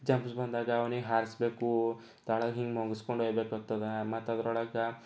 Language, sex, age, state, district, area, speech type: Kannada, male, 18-30, Karnataka, Bidar, urban, spontaneous